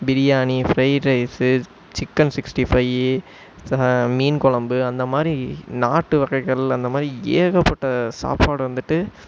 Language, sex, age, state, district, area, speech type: Tamil, male, 18-30, Tamil Nadu, Sivaganga, rural, spontaneous